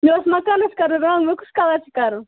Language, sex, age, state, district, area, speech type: Kashmiri, other, 18-30, Jammu and Kashmir, Baramulla, rural, conversation